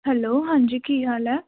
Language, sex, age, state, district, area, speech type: Punjabi, female, 18-30, Punjab, Patiala, rural, conversation